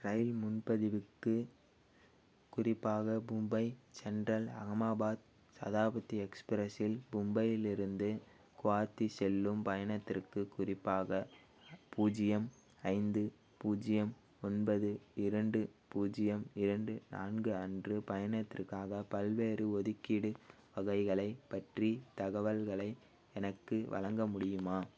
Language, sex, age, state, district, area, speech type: Tamil, male, 18-30, Tamil Nadu, Thanjavur, rural, read